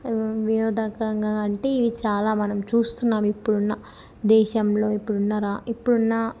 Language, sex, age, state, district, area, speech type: Telugu, female, 18-30, Telangana, Medak, urban, spontaneous